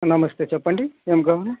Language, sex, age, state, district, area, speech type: Telugu, male, 18-30, Andhra Pradesh, Sri Balaji, urban, conversation